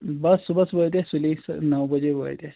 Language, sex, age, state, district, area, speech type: Kashmiri, male, 60+, Jammu and Kashmir, Kulgam, rural, conversation